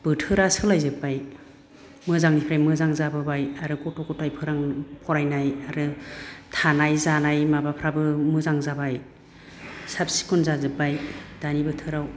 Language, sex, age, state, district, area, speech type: Bodo, female, 60+, Assam, Chirang, rural, spontaneous